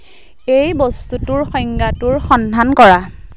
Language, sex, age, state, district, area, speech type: Assamese, female, 30-45, Assam, Majuli, urban, read